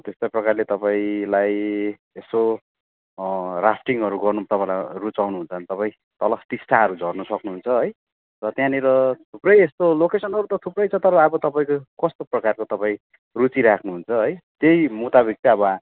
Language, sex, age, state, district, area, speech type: Nepali, male, 45-60, West Bengal, Darjeeling, rural, conversation